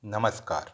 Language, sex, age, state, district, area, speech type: Goan Konkani, male, 60+, Goa, Pernem, rural, read